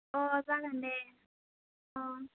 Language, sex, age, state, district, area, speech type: Bodo, female, 18-30, Assam, Baksa, rural, conversation